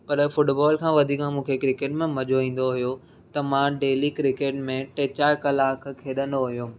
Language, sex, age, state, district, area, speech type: Sindhi, male, 18-30, Maharashtra, Mumbai City, urban, spontaneous